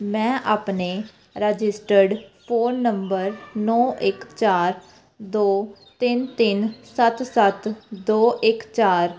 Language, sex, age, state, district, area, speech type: Punjabi, female, 18-30, Punjab, Pathankot, rural, read